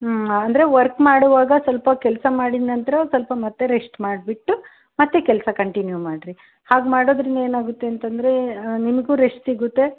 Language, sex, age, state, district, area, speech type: Kannada, female, 45-60, Karnataka, Davanagere, rural, conversation